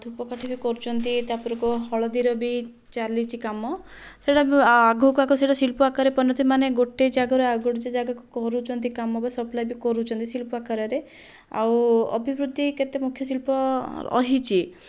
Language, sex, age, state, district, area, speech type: Odia, female, 30-45, Odisha, Kandhamal, rural, spontaneous